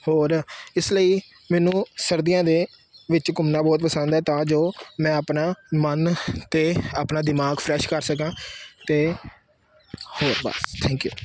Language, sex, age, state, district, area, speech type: Punjabi, male, 30-45, Punjab, Amritsar, urban, spontaneous